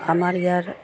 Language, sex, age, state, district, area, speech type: Assamese, female, 45-60, Assam, Udalguri, rural, spontaneous